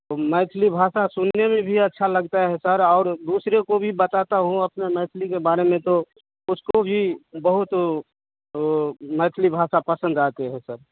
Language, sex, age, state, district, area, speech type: Hindi, male, 30-45, Bihar, Darbhanga, rural, conversation